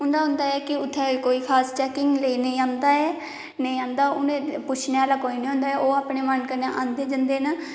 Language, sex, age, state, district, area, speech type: Dogri, female, 18-30, Jammu and Kashmir, Kathua, rural, spontaneous